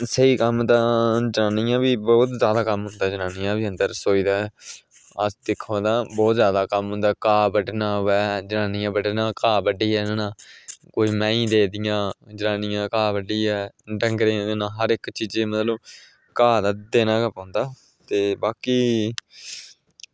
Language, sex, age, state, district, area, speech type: Dogri, male, 30-45, Jammu and Kashmir, Udhampur, rural, spontaneous